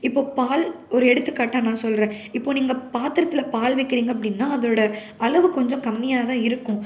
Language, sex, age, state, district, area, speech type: Tamil, female, 18-30, Tamil Nadu, Salem, urban, spontaneous